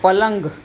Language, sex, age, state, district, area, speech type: Gujarati, female, 60+, Gujarat, Ahmedabad, urban, read